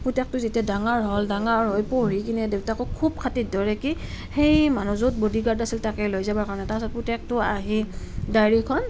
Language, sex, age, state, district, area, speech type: Assamese, female, 30-45, Assam, Nalbari, rural, spontaneous